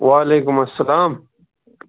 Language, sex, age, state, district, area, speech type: Kashmiri, male, 18-30, Jammu and Kashmir, Pulwama, rural, conversation